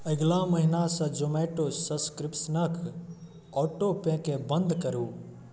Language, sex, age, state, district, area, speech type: Maithili, male, 18-30, Bihar, Darbhanga, rural, read